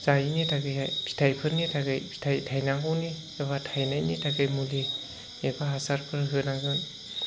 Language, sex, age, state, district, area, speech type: Bodo, male, 30-45, Assam, Chirang, rural, spontaneous